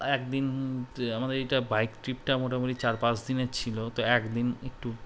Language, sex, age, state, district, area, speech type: Bengali, male, 18-30, West Bengal, Malda, urban, spontaneous